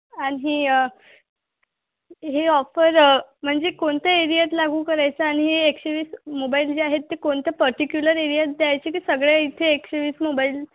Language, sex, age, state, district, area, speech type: Marathi, female, 18-30, Maharashtra, Akola, rural, conversation